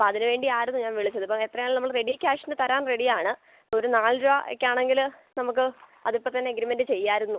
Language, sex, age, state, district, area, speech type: Malayalam, male, 18-30, Kerala, Alappuzha, rural, conversation